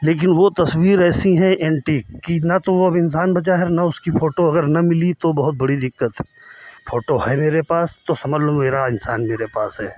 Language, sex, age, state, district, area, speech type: Hindi, male, 45-60, Uttar Pradesh, Lucknow, rural, spontaneous